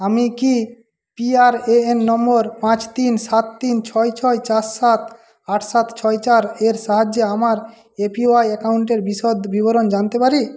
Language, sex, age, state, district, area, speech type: Bengali, male, 45-60, West Bengal, Jhargram, rural, read